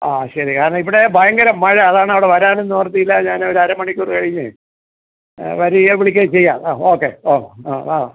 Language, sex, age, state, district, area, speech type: Malayalam, male, 60+, Kerala, Thiruvananthapuram, urban, conversation